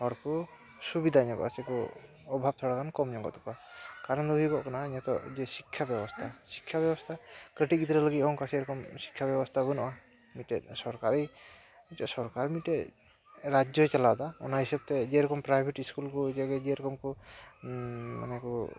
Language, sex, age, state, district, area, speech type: Santali, male, 18-30, West Bengal, Dakshin Dinajpur, rural, spontaneous